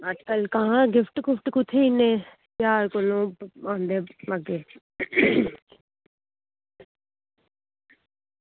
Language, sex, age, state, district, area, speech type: Dogri, female, 18-30, Jammu and Kashmir, Jammu, rural, conversation